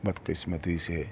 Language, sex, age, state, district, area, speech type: Urdu, male, 30-45, Delhi, Central Delhi, urban, spontaneous